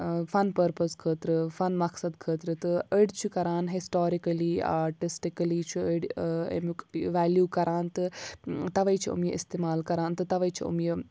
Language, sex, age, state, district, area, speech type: Kashmiri, female, 18-30, Jammu and Kashmir, Bandipora, rural, spontaneous